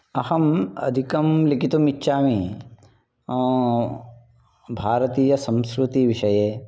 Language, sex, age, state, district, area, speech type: Sanskrit, male, 45-60, Karnataka, Shimoga, urban, spontaneous